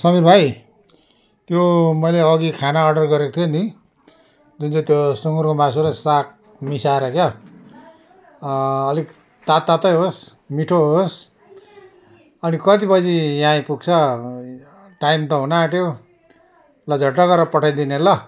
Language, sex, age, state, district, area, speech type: Nepali, male, 60+, West Bengal, Darjeeling, rural, spontaneous